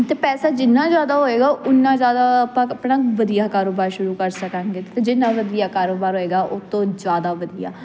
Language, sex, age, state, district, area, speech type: Punjabi, female, 18-30, Punjab, Jalandhar, urban, spontaneous